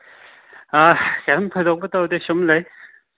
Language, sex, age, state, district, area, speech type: Manipuri, male, 18-30, Manipur, Churachandpur, rural, conversation